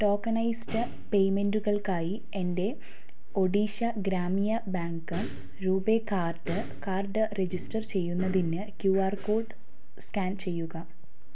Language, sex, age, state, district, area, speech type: Malayalam, female, 18-30, Kerala, Wayanad, rural, read